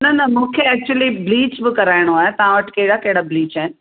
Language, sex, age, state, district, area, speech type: Sindhi, female, 60+, Rajasthan, Ajmer, urban, conversation